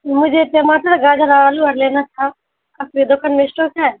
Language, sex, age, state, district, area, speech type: Urdu, female, 18-30, Bihar, Saharsa, rural, conversation